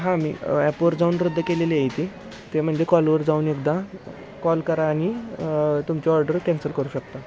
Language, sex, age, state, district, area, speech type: Marathi, male, 18-30, Maharashtra, Satara, urban, spontaneous